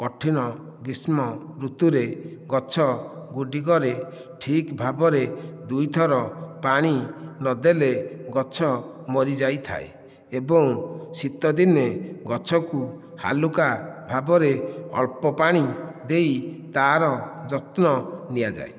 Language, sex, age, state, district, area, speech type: Odia, male, 45-60, Odisha, Nayagarh, rural, spontaneous